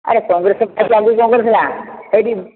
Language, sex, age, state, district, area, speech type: Odia, male, 60+, Odisha, Nayagarh, rural, conversation